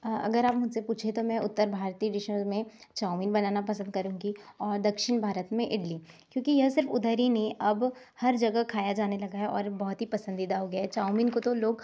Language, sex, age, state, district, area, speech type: Hindi, male, 30-45, Madhya Pradesh, Balaghat, rural, spontaneous